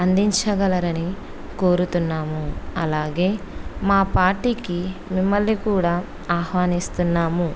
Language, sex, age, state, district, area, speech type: Telugu, female, 30-45, Andhra Pradesh, Kurnool, rural, spontaneous